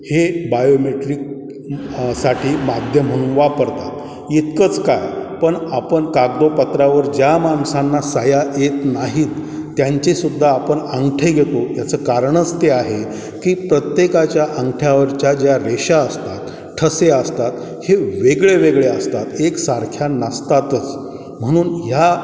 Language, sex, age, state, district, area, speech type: Marathi, male, 60+, Maharashtra, Ahmednagar, urban, spontaneous